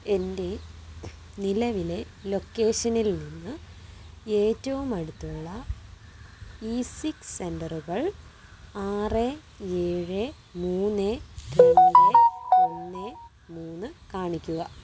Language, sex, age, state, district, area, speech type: Malayalam, female, 18-30, Kerala, Kollam, rural, read